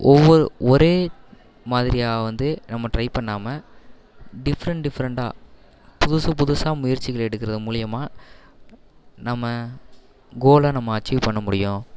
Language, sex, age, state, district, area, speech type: Tamil, male, 18-30, Tamil Nadu, Perambalur, urban, spontaneous